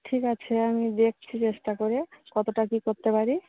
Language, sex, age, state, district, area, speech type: Bengali, female, 30-45, West Bengal, Darjeeling, urban, conversation